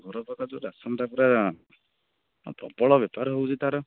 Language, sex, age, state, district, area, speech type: Odia, male, 18-30, Odisha, Jagatsinghpur, urban, conversation